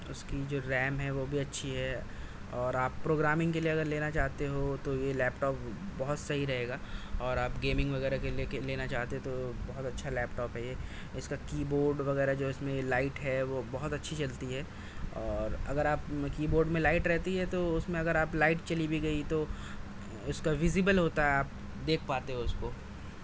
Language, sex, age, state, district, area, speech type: Urdu, male, 30-45, Delhi, South Delhi, urban, spontaneous